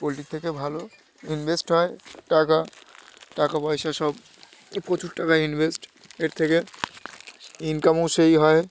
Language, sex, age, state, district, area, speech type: Bengali, male, 18-30, West Bengal, Uttar Dinajpur, urban, spontaneous